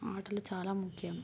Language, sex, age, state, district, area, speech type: Telugu, female, 30-45, Andhra Pradesh, Visakhapatnam, urban, spontaneous